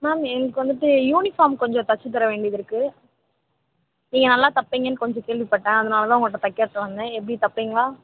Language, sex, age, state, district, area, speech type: Tamil, female, 18-30, Tamil Nadu, Vellore, urban, conversation